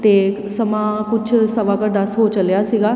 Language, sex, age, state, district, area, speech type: Punjabi, female, 30-45, Punjab, Tarn Taran, urban, spontaneous